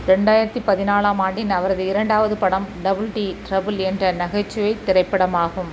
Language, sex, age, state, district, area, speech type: Tamil, female, 45-60, Tamil Nadu, Thoothukudi, rural, read